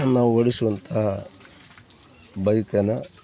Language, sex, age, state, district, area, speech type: Kannada, male, 45-60, Karnataka, Koppal, rural, spontaneous